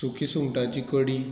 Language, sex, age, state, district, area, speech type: Goan Konkani, male, 45-60, Goa, Murmgao, rural, spontaneous